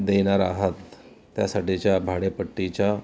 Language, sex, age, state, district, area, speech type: Marathi, male, 45-60, Maharashtra, Nashik, urban, spontaneous